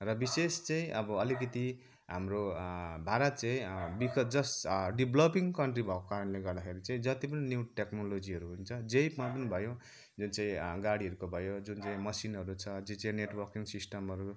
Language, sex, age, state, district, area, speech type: Nepali, male, 30-45, West Bengal, Kalimpong, rural, spontaneous